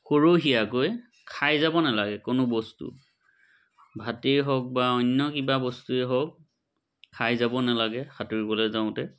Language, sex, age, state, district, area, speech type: Assamese, male, 30-45, Assam, Majuli, urban, spontaneous